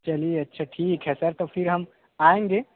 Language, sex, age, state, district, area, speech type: Hindi, male, 18-30, Uttar Pradesh, Jaunpur, rural, conversation